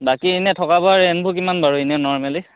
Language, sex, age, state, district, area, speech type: Assamese, male, 18-30, Assam, Majuli, urban, conversation